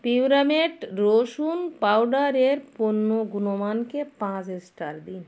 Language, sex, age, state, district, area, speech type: Bengali, female, 60+, West Bengal, North 24 Parganas, rural, read